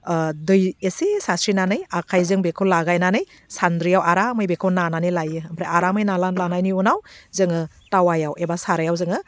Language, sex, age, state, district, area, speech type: Bodo, female, 30-45, Assam, Udalguri, urban, spontaneous